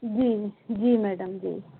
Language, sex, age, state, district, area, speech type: Hindi, female, 18-30, Madhya Pradesh, Bhopal, urban, conversation